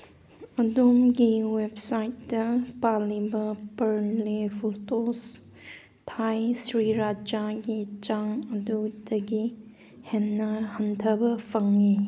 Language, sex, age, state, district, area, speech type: Manipuri, female, 18-30, Manipur, Kangpokpi, urban, read